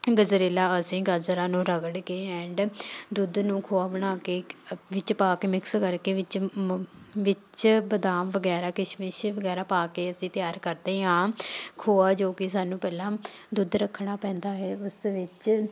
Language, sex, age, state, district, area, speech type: Punjabi, female, 18-30, Punjab, Shaheed Bhagat Singh Nagar, rural, spontaneous